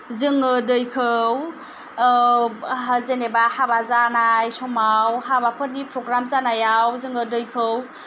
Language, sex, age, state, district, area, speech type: Bodo, female, 30-45, Assam, Kokrajhar, rural, spontaneous